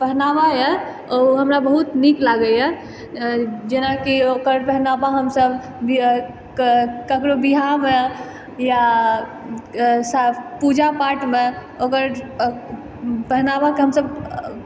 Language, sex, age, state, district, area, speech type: Maithili, female, 18-30, Bihar, Purnia, urban, spontaneous